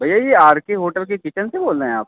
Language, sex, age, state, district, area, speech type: Hindi, male, 45-60, Uttar Pradesh, Lucknow, rural, conversation